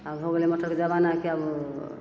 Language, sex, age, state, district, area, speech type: Maithili, female, 60+, Bihar, Begusarai, rural, spontaneous